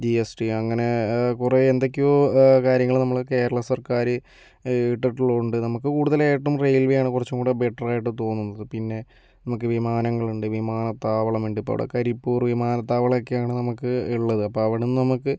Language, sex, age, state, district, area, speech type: Malayalam, male, 18-30, Kerala, Kozhikode, urban, spontaneous